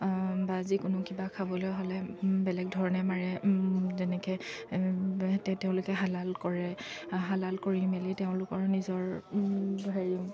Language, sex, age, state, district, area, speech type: Assamese, female, 30-45, Assam, Charaideo, urban, spontaneous